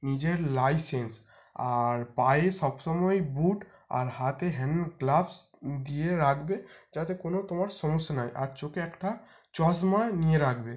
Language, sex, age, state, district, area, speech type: Bengali, male, 18-30, West Bengal, North 24 Parganas, urban, spontaneous